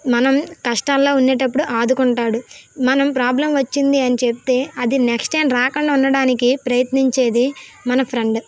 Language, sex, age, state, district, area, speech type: Telugu, female, 18-30, Andhra Pradesh, Vizianagaram, rural, spontaneous